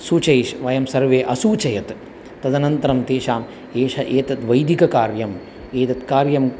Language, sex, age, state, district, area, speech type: Sanskrit, male, 45-60, Tamil Nadu, Coimbatore, urban, spontaneous